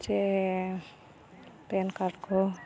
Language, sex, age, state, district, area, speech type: Santali, female, 18-30, Jharkhand, Bokaro, rural, spontaneous